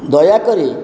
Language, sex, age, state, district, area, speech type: Odia, male, 60+, Odisha, Kendrapara, urban, spontaneous